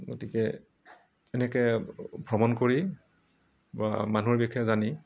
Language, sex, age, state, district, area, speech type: Assamese, male, 60+, Assam, Barpeta, rural, spontaneous